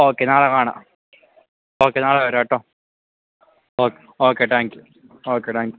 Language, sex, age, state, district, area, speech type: Malayalam, male, 18-30, Kerala, Kasaragod, rural, conversation